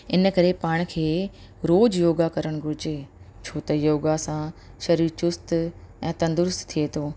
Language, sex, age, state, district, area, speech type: Sindhi, female, 45-60, Rajasthan, Ajmer, urban, spontaneous